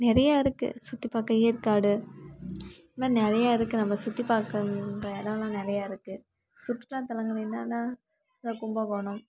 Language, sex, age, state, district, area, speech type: Tamil, female, 18-30, Tamil Nadu, Kallakurichi, urban, spontaneous